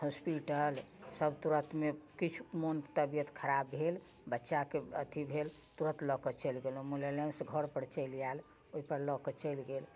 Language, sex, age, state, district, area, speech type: Maithili, female, 60+, Bihar, Muzaffarpur, rural, spontaneous